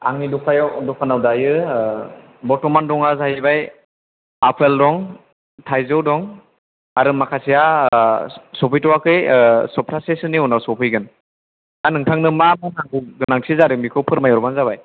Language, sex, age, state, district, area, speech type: Bodo, male, 18-30, Assam, Chirang, rural, conversation